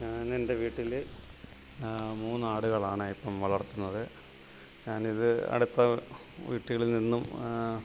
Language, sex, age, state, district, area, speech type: Malayalam, male, 45-60, Kerala, Alappuzha, rural, spontaneous